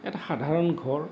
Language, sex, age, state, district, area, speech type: Assamese, male, 45-60, Assam, Goalpara, urban, spontaneous